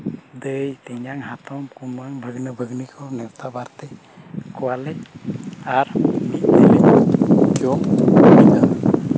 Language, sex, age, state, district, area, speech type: Santali, male, 30-45, Jharkhand, East Singhbhum, rural, spontaneous